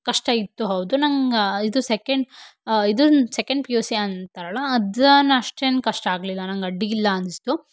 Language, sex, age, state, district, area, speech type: Kannada, female, 18-30, Karnataka, Shimoga, rural, spontaneous